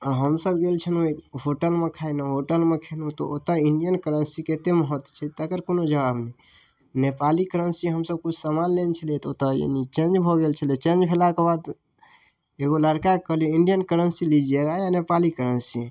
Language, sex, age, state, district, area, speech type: Maithili, male, 18-30, Bihar, Darbhanga, rural, spontaneous